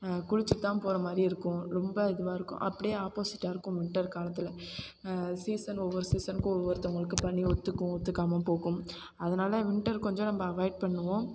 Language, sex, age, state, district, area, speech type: Tamil, female, 18-30, Tamil Nadu, Thanjavur, urban, spontaneous